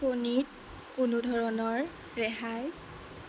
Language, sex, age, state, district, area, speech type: Assamese, female, 18-30, Assam, Jorhat, urban, read